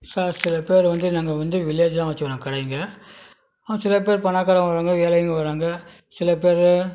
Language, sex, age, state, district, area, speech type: Tamil, male, 30-45, Tamil Nadu, Krishnagiri, rural, spontaneous